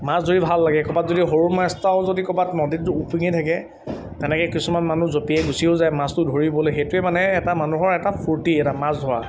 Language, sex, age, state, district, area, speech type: Assamese, male, 18-30, Assam, Sivasagar, rural, spontaneous